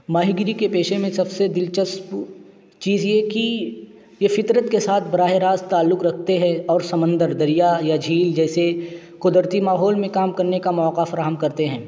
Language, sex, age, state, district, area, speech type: Urdu, male, 18-30, Uttar Pradesh, Balrampur, rural, spontaneous